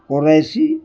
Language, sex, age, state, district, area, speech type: Urdu, male, 60+, Bihar, Gaya, urban, spontaneous